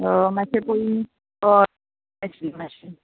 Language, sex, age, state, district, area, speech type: Goan Konkani, female, 18-30, Goa, Ponda, rural, conversation